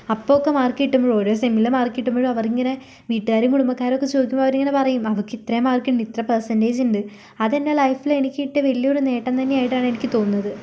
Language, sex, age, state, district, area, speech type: Malayalam, female, 18-30, Kerala, Kozhikode, rural, spontaneous